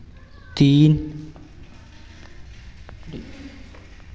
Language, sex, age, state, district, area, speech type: Hindi, male, 18-30, Madhya Pradesh, Seoni, urban, read